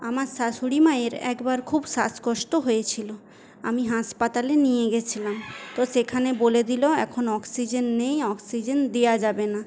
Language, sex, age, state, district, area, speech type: Bengali, female, 18-30, West Bengal, Paschim Medinipur, rural, spontaneous